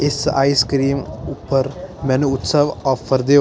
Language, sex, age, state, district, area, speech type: Punjabi, male, 18-30, Punjab, Ludhiana, urban, read